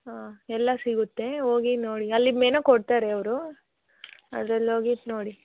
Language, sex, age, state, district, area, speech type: Kannada, female, 18-30, Karnataka, Chikkaballapur, rural, conversation